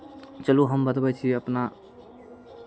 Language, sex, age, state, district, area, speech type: Maithili, male, 18-30, Bihar, Araria, urban, spontaneous